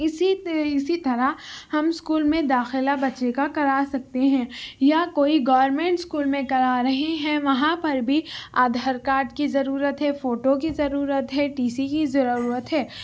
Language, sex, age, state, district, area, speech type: Urdu, female, 18-30, Telangana, Hyderabad, urban, spontaneous